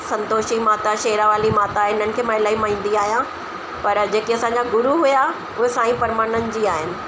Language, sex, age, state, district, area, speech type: Sindhi, female, 45-60, Delhi, South Delhi, urban, spontaneous